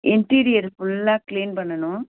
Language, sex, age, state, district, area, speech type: Tamil, female, 45-60, Tamil Nadu, Nagapattinam, urban, conversation